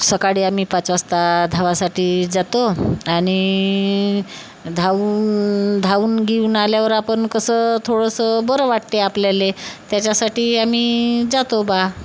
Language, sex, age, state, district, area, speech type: Marathi, female, 30-45, Maharashtra, Wardha, rural, spontaneous